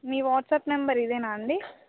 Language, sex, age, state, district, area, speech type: Telugu, female, 18-30, Telangana, Bhadradri Kothagudem, rural, conversation